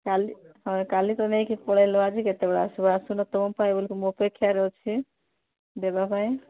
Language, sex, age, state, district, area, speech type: Odia, female, 30-45, Odisha, Nabarangpur, urban, conversation